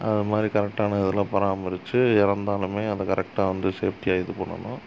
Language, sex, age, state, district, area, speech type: Tamil, male, 45-60, Tamil Nadu, Dharmapuri, rural, spontaneous